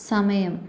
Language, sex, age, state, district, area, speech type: Malayalam, female, 45-60, Kerala, Kozhikode, urban, read